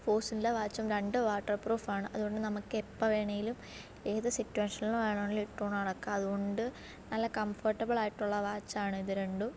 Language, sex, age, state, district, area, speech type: Malayalam, female, 18-30, Kerala, Alappuzha, rural, spontaneous